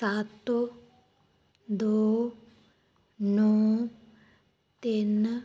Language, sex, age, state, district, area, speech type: Punjabi, female, 18-30, Punjab, Fazilka, rural, read